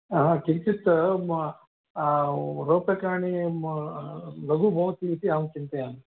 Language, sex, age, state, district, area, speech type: Sanskrit, male, 60+, Karnataka, Bellary, urban, conversation